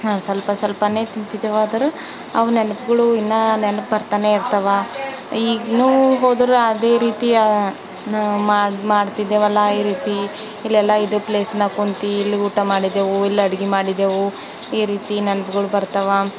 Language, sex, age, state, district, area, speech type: Kannada, female, 30-45, Karnataka, Bidar, urban, spontaneous